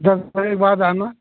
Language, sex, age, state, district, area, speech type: Hindi, male, 60+, Uttar Pradesh, Jaunpur, rural, conversation